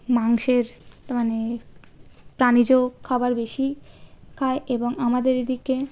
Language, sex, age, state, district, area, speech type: Bengali, female, 18-30, West Bengal, Birbhum, urban, spontaneous